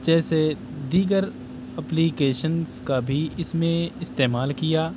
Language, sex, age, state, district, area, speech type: Urdu, male, 18-30, Delhi, South Delhi, urban, spontaneous